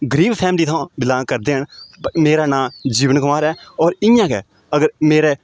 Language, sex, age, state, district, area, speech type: Dogri, male, 18-30, Jammu and Kashmir, Udhampur, rural, spontaneous